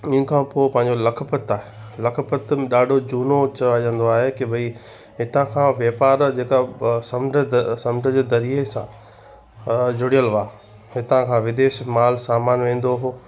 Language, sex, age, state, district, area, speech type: Sindhi, male, 18-30, Gujarat, Kutch, rural, spontaneous